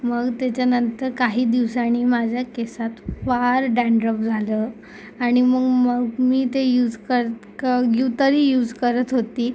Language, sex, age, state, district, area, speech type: Marathi, female, 18-30, Maharashtra, Amravati, urban, spontaneous